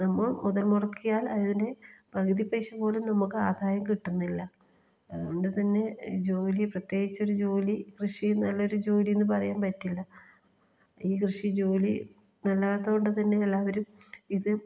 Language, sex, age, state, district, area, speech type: Malayalam, female, 30-45, Kerala, Kasaragod, rural, spontaneous